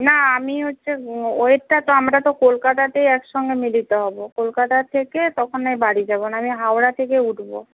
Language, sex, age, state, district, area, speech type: Bengali, female, 45-60, West Bengal, Purba Medinipur, rural, conversation